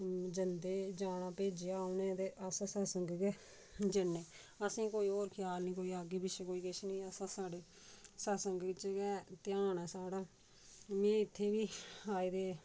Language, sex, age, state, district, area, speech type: Dogri, female, 45-60, Jammu and Kashmir, Reasi, rural, spontaneous